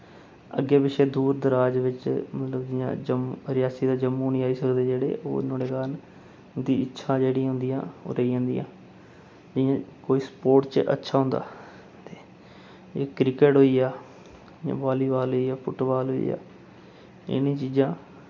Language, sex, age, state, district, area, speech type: Dogri, male, 30-45, Jammu and Kashmir, Reasi, rural, spontaneous